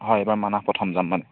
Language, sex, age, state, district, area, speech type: Assamese, male, 30-45, Assam, Biswanath, rural, conversation